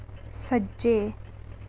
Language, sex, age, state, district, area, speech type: Dogri, female, 18-30, Jammu and Kashmir, Reasi, rural, read